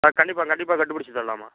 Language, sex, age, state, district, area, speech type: Tamil, male, 18-30, Tamil Nadu, Nagapattinam, rural, conversation